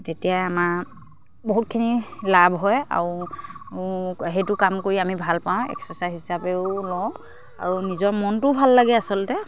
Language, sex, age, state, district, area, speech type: Assamese, female, 30-45, Assam, Charaideo, rural, spontaneous